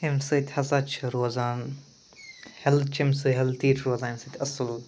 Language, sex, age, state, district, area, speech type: Kashmiri, male, 45-60, Jammu and Kashmir, Ganderbal, urban, spontaneous